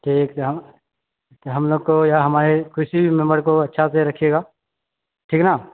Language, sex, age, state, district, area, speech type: Maithili, male, 30-45, Bihar, Purnia, rural, conversation